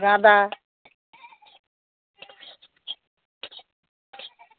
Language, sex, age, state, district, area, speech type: Bengali, female, 30-45, West Bengal, Howrah, urban, conversation